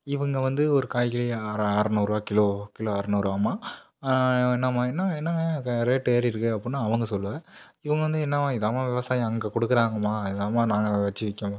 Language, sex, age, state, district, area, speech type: Tamil, male, 18-30, Tamil Nadu, Nagapattinam, rural, spontaneous